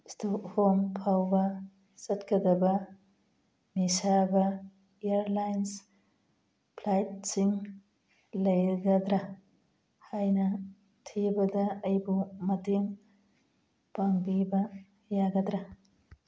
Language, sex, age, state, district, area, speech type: Manipuri, female, 45-60, Manipur, Churachandpur, urban, read